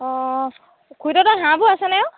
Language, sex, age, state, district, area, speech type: Assamese, female, 30-45, Assam, Dhemaji, rural, conversation